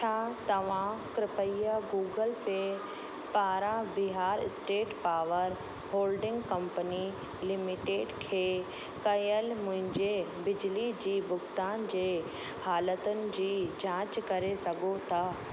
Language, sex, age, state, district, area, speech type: Sindhi, female, 30-45, Rajasthan, Ajmer, urban, read